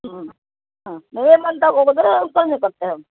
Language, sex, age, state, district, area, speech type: Kannada, female, 60+, Karnataka, Uttara Kannada, rural, conversation